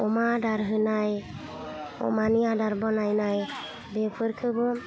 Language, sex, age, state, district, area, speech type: Bodo, female, 30-45, Assam, Udalguri, rural, spontaneous